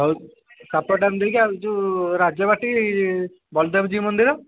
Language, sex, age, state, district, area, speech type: Odia, male, 18-30, Odisha, Dhenkanal, rural, conversation